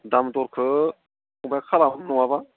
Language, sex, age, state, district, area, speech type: Bodo, male, 45-60, Assam, Udalguri, rural, conversation